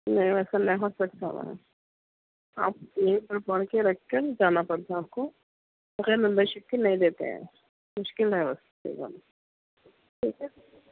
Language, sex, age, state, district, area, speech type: Urdu, female, 30-45, Telangana, Hyderabad, urban, conversation